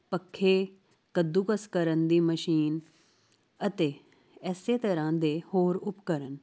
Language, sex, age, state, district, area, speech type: Punjabi, female, 30-45, Punjab, Jalandhar, urban, spontaneous